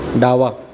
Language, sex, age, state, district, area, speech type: Marathi, male, 30-45, Maharashtra, Sindhudurg, urban, read